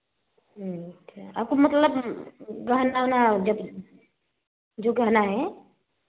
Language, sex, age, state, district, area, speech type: Hindi, female, 30-45, Uttar Pradesh, Varanasi, urban, conversation